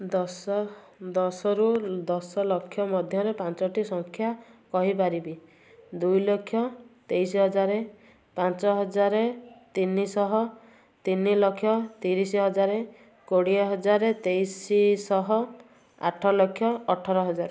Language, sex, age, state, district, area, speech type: Odia, female, 30-45, Odisha, Kendujhar, urban, spontaneous